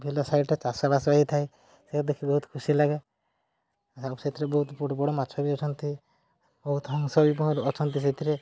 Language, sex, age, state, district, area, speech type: Odia, male, 30-45, Odisha, Mayurbhanj, rural, spontaneous